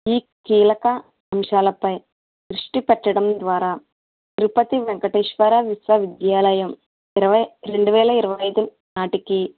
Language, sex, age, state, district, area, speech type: Telugu, female, 18-30, Andhra Pradesh, East Godavari, rural, conversation